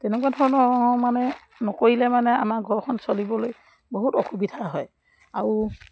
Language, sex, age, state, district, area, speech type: Assamese, female, 60+, Assam, Dibrugarh, rural, spontaneous